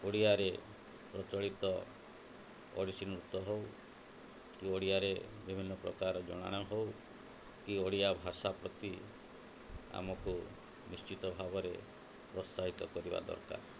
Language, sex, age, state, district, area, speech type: Odia, male, 45-60, Odisha, Mayurbhanj, rural, spontaneous